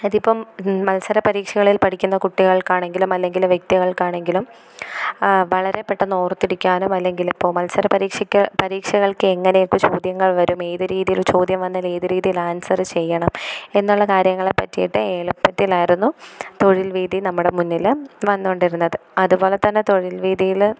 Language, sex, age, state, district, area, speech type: Malayalam, female, 18-30, Kerala, Thiruvananthapuram, rural, spontaneous